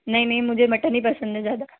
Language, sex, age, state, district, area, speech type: Hindi, female, 18-30, Rajasthan, Jaipur, urban, conversation